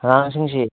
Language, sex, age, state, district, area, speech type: Manipuri, male, 18-30, Manipur, Kakching, rural, conversation